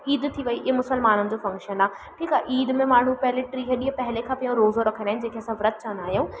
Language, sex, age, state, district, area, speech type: Sindhi, female, 18-30, Madhya Pradesh, Katni, urban, spontaneous